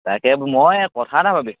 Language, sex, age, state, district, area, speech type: Assamese, male, 18-30, Assam, Majuli, rural, conversation